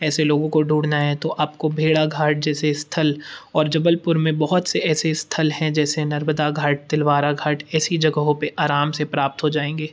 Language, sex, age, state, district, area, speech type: Hindi, male, 18-30, Madhya Pradesh, Jabalpur, urban, spontaneous